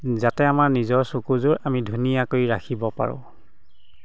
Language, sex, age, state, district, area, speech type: Assamese, male, 45-60, Assam, Golaghat, urban, spontaneous